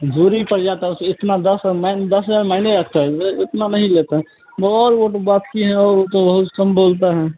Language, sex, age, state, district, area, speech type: Hindi, male, 18-30, Bihar, Darbhanga, rural, conversation